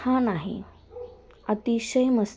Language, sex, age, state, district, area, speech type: Marathi, female, 18-30, Maharashtra, Osmanabad, rural, spontaneous